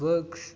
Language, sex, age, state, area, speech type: Sanskrit, male, 18-30, Rajasthan, rural, spontaneous